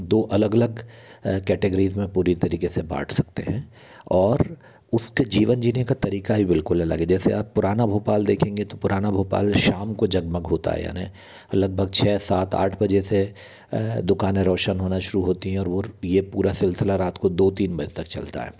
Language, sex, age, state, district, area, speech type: Hindi, male, 60+, Madhya Pradesh, Bhopal, urban, spontaneous